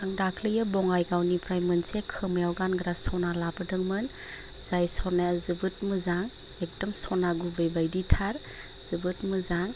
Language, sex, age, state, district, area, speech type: Bodo, female, 30-45, Assam, Chirang, rural, spontaneous